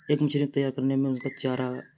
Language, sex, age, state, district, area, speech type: Urdu, male, 30-45, Uttar Pradesh, Mirzapur, rural, spontaneous